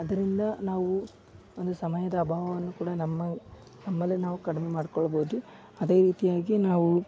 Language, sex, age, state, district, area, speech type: Kannada, male, 18-30, Karnataka, Koppal, urban, spontaneous